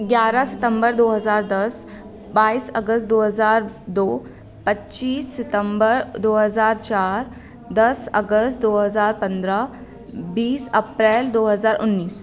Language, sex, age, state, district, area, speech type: Hindi, female, 18-30, Madhya Pradesh, Hoshangabad, rural, spontaneous